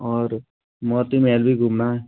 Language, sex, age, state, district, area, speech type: Hindi, male, 18-30, Madhya Pradesh, Gwalior, rural, conversation